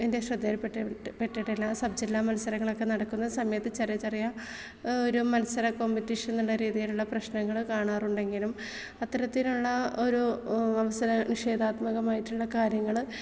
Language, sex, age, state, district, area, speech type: Malayalam, female, 18-30, Kerala, Malappuram, rural, spontaneous